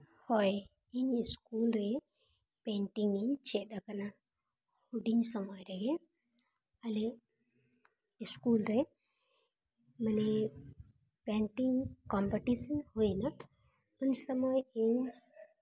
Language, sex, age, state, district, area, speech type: Santali, female, 30-45, Jharkhand, Seraikela Kharsawan, rural, spontaneous